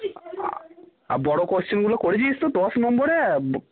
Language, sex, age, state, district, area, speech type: Bengali, male, 18-30, West Bengal, Cooch Behar, rural, conversation